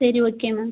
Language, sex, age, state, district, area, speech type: Tamil, female, 18-30, Tamil Nadu, Ariyalur, rural, conversation